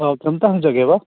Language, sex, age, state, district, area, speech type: Manipuri, male, 30-45, Manipur, Kakching, rural, conversation